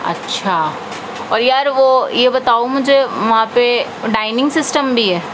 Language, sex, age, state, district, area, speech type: Urdu, female, 18-30, Delhi, South Delhi, urban, spontaneous